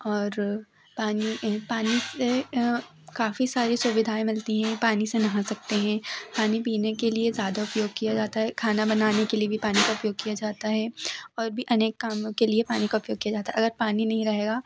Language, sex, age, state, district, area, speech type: Hindi, female, 18-30, Madhya Pradesh, Seoni, urban, spontaneous